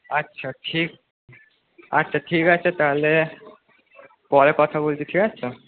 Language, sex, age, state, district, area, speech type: Bengali, male, 18-30, West Bengal, Purba Bardhaman, urban, conversation